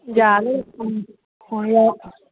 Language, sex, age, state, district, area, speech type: Manipuri, female, 60+, Manipur, Imphal East, rural, conversation